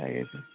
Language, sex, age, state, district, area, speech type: Odia, male, 45-60, Odisha, Sambalpur, rural, conversation